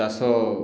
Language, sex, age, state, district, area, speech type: Odia, male, 60+, Odisha, Boudh, rural, spontaneous